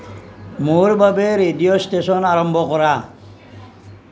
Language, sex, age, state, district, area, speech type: Assamese, male, 45-60, Assam, Nalbari, rural, read